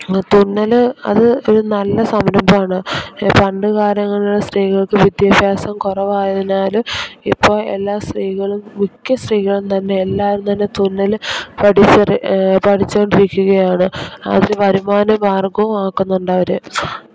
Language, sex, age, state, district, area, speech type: Malayalam, female, 18-30, Kerala, Idukki, rural, spontaneous